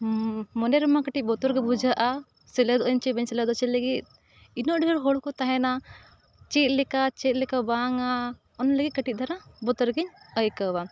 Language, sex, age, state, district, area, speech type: Santali, female, 18-30, Jharkhand, Bokaro, rural, spontaneous